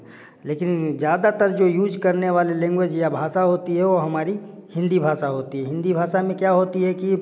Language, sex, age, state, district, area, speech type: Hindi, male, 30-45, Bihar, Samastipur, urban, spontaneous